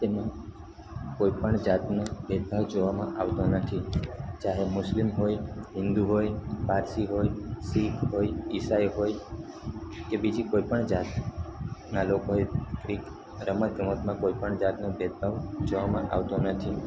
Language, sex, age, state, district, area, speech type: Gujarati, male, 18-30, Gujarat, Narmada, urban, spontaneous